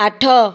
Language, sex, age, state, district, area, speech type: Odia, female, 60+, Odisha, Boudh, rural, read